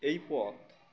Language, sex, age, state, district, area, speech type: Bengali, male, 18-30, West Bengal, Uttar Dinajpur, urban, spontaneous